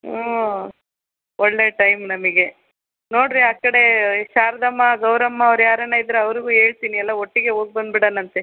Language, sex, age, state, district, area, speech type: Kannada, female, 45-60, Karnataka, Chitradurga, urban, conversation